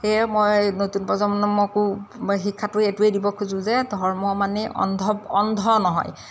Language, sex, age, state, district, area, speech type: Assamese, female, 45-60, Assam, Golaghat, urban, spontaneous